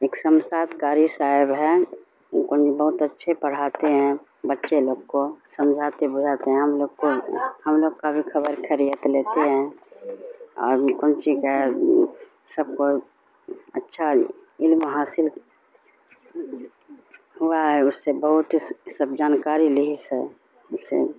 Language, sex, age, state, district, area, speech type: Urdu, female, 60+, Bihar, Supaul, rural, spontaneous